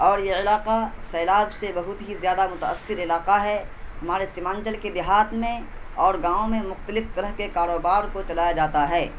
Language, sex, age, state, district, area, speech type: Urdu, male, 18-30, Bihar, Purnia, rural, spontaneous